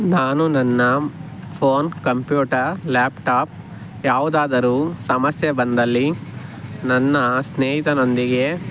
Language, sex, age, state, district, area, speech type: Kannada, male, 18-30, Karnataka, Tumkur, rural, spontaneous